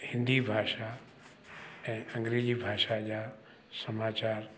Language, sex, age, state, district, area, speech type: Sindhi, male, 60+, Uttar Pradesh, Lucknow, urban, spontaneous